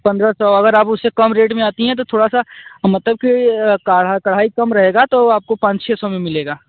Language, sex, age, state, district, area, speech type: Hindi, male, 18-30, Uttar Pradesh, Mirzapur, rural, conversation